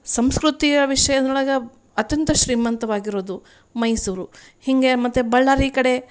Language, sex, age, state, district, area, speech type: Kannada, female, 45-60, Karnataka, Gulbarga, urban, spontaneous